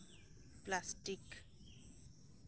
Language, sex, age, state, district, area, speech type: Santali, female, 30-45, West Bengal, Birbhum, rural, spontaneous